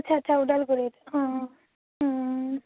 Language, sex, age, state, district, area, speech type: Assamese, female, 18-30, Assam, Udalguri, rural, conversation